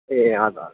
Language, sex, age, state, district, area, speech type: Nepali, male, 18-30, West Bengal, Darjeeling, rural, conversation